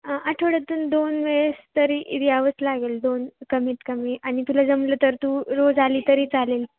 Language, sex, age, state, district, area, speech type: Marathi, female, 18-30, Maharashtra, Ahmednagar, rural, conversation